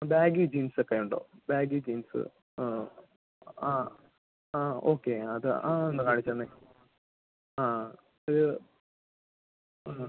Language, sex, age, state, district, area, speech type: Malayalam, male, 30-45, Kerala, Idukki, rural, conversation